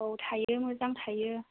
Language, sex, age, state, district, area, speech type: Bodo, female, 30-45, Assam, Chirang, rural, conversation